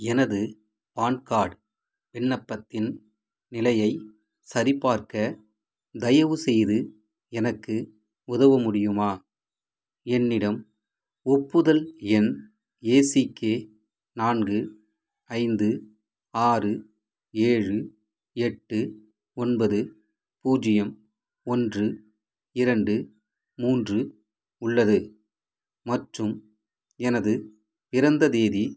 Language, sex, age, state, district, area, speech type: Tamil, male, 45-60, Tamil Nadu, Madurai, rural, read